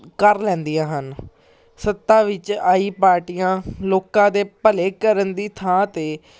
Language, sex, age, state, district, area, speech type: Punjabi, male, 18-30, Punjab, Patiala, urban, spontaneous